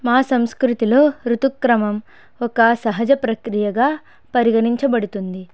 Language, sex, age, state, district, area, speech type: Telugu, female, 30-45, Andhra Pradesh, Konaseema, rural, spontaneous